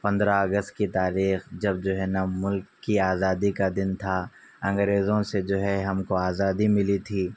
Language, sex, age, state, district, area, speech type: Urdu, male, 18-30, Telangana, Hyderabad, urban, spontaneous